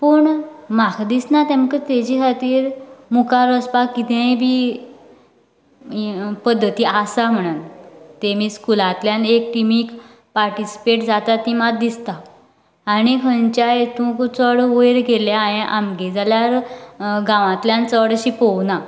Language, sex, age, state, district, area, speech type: Goan Konkani, female, 18-30, Goa, Canacona, rural, spontaneous